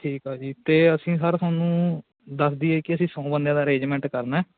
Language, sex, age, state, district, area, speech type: Punjabi, male, 18-30, Punjab, Fatehgarh Sahib, rural, conversation